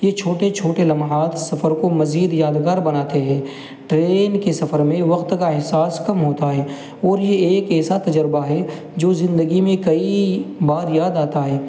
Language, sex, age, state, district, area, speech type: Urdu, male, 18-30, Uttar Pradesh, Muzaffarnagar, urban, spontaneous